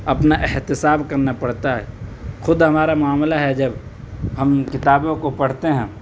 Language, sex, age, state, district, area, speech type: Urdu, male, 18-30, Uttar Pradesh, Saharanpur, urban, spontaneous